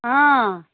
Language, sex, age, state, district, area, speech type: Manipuri, female, 60+, Manipur, Ukhrul, rural, conversation